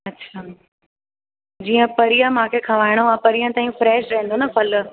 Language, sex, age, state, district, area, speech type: Sindhi, female, 18-30, Uttar Pradesh, Lucknow, urban, conversation